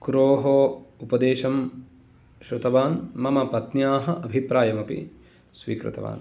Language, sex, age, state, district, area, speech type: Sanskrit, male, 30-45, Karnataka, Uttara Kannada, rural, spontaneous